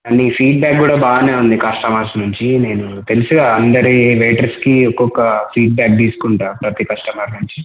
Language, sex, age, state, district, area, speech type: Telugu, male, 18-30, Telangana, Komaram Bheem, urban, conversation